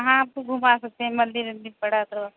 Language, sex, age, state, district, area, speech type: Hindi, female, 18-30, Uttar Pradesh, Sonbhadra, rural, conversation